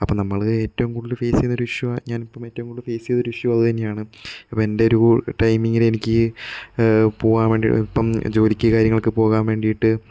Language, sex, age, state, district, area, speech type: Malayalam, male, 18-30, Kerala, Kozhikode, rural, spontaneous